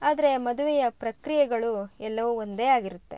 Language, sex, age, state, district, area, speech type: Kannada, female, 30-45, Karnataka, Shimoga, rural, spontaneous